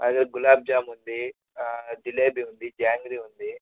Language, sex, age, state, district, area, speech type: Telugu, male, 18-30, Andhra Pradesh, Sri Balaji, urban, conversation